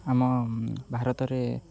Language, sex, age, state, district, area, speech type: Odia, male, 18-30, Odisha, Jagatsinghpur, rural, spontaneous